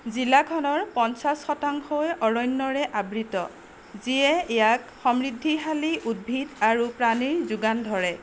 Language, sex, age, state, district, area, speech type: Assamese, female, 60+, Assam, Nagaon, rural, read